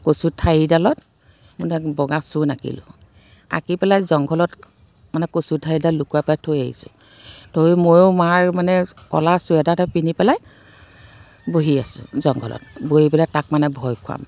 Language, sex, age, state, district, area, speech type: Assamese, female, 45-60, Assam, Biswanath, rural, spontaneous